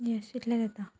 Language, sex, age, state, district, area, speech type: Goan Konkani, female, 18-30, Goa, Murmgao, rural, spontaneous